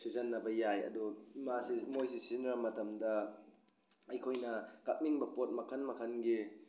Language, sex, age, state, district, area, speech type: Manipuri, male, 30-45, Manipur, Tengnoupal, urban, spontaneous